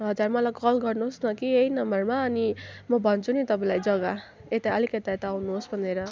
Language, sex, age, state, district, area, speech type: Nepali, female, 18-30, West Bengal, Kalimpong, rural, spontaneous